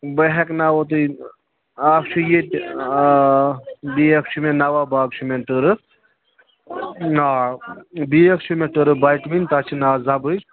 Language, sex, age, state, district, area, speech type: Kashmiri, male, 18-30, Jammu and Kashmir, Ganderbal, rural, conversation